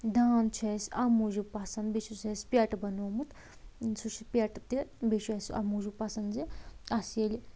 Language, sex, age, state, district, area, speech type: Kashmiri, female, 30-45, Jammu and Kashmir, Anantnag, rural, spontaneous